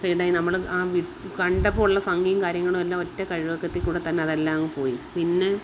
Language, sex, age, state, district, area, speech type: Malayalam, female, 30-45, Kerala, Kollam, urban, spontaneous